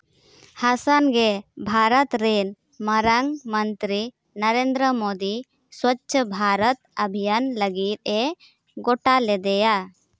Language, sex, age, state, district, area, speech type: Santali, female, 18-30, Jharkhand, Seraikela Kharsawan, rural, read